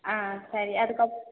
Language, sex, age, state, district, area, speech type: Tamil, female, 30-45, Tamil Nadu, Cuddalore, rural, conversation